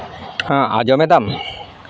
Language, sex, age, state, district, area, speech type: Santali, male, 30-45, Jharkhand, East Singhbhum, rural, spontaneous